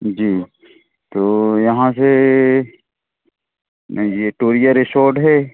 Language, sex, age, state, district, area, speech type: Hindi, male, 30-45, Madhya Pradesh, Seoni, urban, conversation